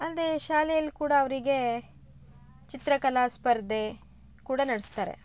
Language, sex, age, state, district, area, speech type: Kannada, female, 30-45, Karnataka, Shimoga, rural, spontaneous